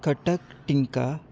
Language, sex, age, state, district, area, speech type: Goan Konkani, male, 18-30, Goa, Salcete, rural, read